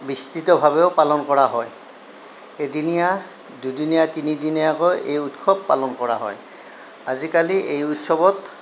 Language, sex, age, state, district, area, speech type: Assamese, male, 60+, Assam, Darrang, rural, spontaneous